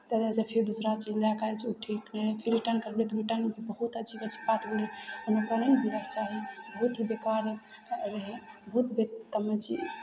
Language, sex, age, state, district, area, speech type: Maithili, female, 18-30, Bihar, Begusarai, rural, spontaneous